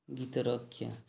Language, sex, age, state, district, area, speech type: Odia, male, 18-30, Odisha, Mayurbhanj, rural, read